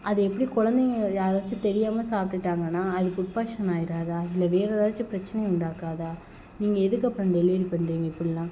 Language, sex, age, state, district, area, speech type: Tamil, female, 18-30, Tamil Nadu, Sivaganga, rural, spontaneous